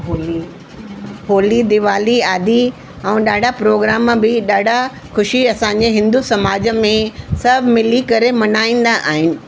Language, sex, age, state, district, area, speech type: Sindhi, female, 45-60, Delhi, South Delhi, urban, spontaneous